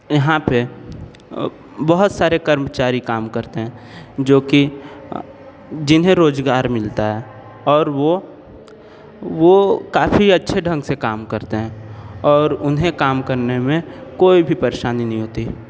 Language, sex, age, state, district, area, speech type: Hindi, male, 18-30, Uttar Pradesh, Sonbhadra, rural, spontaneous